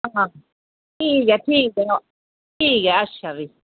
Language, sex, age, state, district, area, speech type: Dogri, female, 60+, Jammu and Kashmir, Reasi, rural, conversation